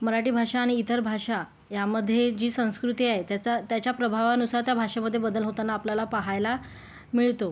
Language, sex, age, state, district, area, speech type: Marathi, female, 18-30, Maharashtra, Yavatmal, rural, spontaneous